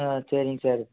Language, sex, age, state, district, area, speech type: Tamil, male, 18-30, Tamil Nadu, Salem, urban, conversation